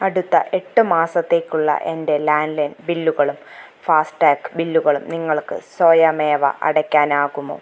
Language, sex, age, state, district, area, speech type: Malayalam, female, 45-60, Kerala, Palakkad, rural, read